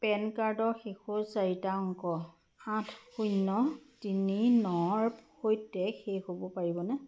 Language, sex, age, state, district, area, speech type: Assamese, female, 45-60, Assam, Majuli, rural, read